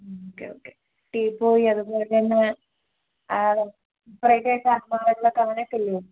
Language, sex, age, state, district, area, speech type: Malayalam, female, 18-30, Kerala, Kozhikode, rural, conversation